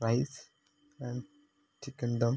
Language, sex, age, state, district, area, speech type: Telugu, male, 18-30, Andhra Pradesh, West Godavari, rural, spontaneous